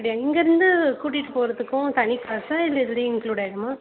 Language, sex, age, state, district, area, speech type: Tamil, female, 18-30, Tamil Nadu, Tiruvallur, urban, conversation